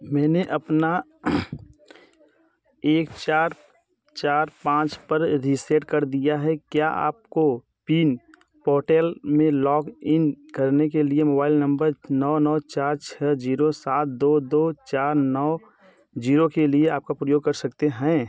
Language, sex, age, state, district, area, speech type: Hindi, male, 18-30, Uttar Pradesh, Bhadohi, rural, read